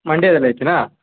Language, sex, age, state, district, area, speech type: Kannada, male, 18-30, Karnataka, Mandya, urban, conversation